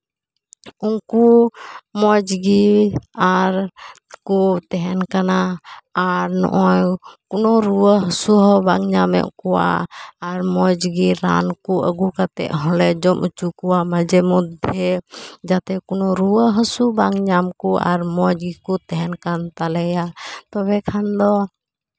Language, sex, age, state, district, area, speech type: Santali, female, 30-45, West Bengal, Uttar Dinajpur, rural, spontaneous